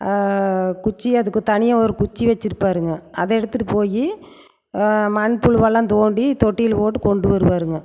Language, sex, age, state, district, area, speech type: Tamil, female, 45-60, Tamil Nadu, Erode, rural, spontaneous